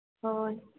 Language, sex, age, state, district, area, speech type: Santali, female, 18-30, Jharkhand, Seraikela Kharsawan, rural, conversation